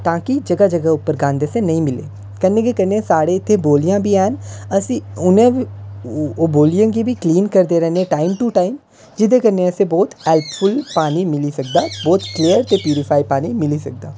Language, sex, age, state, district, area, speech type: Dogri, male, 18-30, Jammu and Kashmir, Udhampur, urban, spontaneous